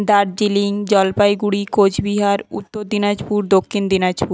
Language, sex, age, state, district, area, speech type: Bengali, female, 18-30, West Bengal, Paschim Medinipur, rural, spontaneous